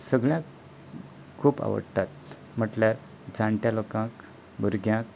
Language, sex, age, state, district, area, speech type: Goan Konkani, male, 18-30, Goa, Canacona, rural, spontaneous